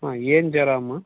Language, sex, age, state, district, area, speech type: Kannada, male, 30-45, Karnataka, Mandya, rural, conversation